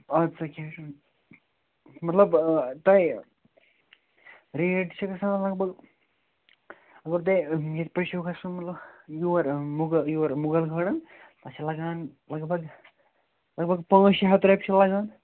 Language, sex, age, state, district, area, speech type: Kashmiri, male, 30-45, Jammu and Kashmir, Srinagar, urban, conversation